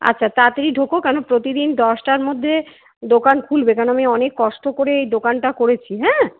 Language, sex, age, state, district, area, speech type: Bengali, female, 45-60, West Bengal, Paschim Bardhaman, urban, conversation